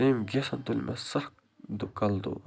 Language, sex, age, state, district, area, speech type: Kashmiri, male, 30-45, Jammu and Kashmir, Baramulla, rural, spontaneous